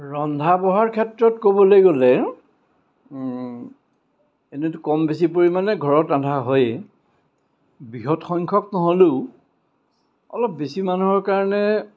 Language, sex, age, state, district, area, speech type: Assamese, male, 60+, Assam, Kamrup Metropolitan, urban, spontaneous